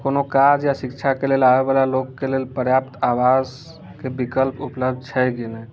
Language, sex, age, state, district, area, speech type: Maithili, male, 18-30, Bihar, Muzaffarpur, rural, spontaneous